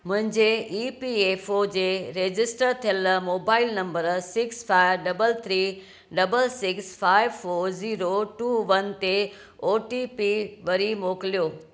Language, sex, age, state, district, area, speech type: Sindhi, female, 60+, Maharashtra, Thane, urban, read